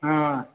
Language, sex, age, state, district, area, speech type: Maithili, male, 18-30, Bihar, Supaul, rural, conversation